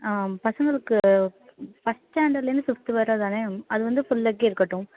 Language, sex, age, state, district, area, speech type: Tamil, female, 18-30, Tamil Nadu, Perambalur, rural, conversation